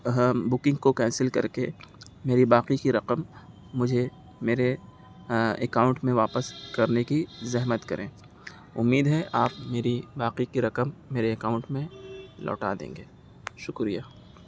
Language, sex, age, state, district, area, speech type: Urdu, male, 45-60, Uttar Pradesh, Aligarh, urban, spontaneous